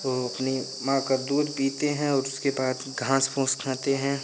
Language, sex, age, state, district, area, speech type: Hindi, male, 18-30, Uttar Pradesh, Pratapgarh, rural, spontaneous